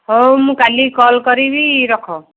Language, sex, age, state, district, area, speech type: Odia, female, 30-45, Odisha, Ganjam, urban, conversation